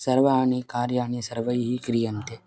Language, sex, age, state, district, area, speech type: Sanskrit, male, 18-30, Karnataka, Haveri, urban, spontaneous